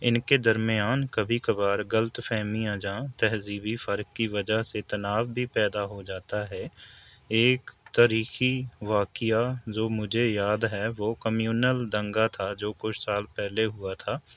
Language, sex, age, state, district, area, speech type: Urdu, male, 30-45, Delhi, New Delhi, urban, spontaneous